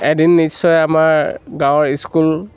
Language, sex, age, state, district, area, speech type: Assamese, male, 60+, Assam, Dhemaji, rural, spontaneous